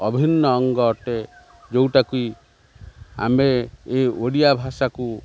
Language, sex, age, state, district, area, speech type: Odia, male, 45-60, Odisha, Kendrapara, urban, spontaneous